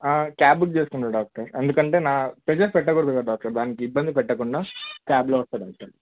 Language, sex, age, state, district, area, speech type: Telugu, male, 18-30, Telangana, Hyderabad, urban, conversation